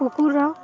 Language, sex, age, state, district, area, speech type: Odia, female, 18-30, Odisha, Balangir, urban, spontaneous